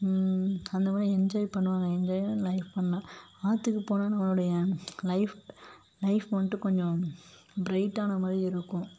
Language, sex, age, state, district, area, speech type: Tamil, female, 30-45, Tamil Nadu, Mayiladuthurai, rural, spontaneous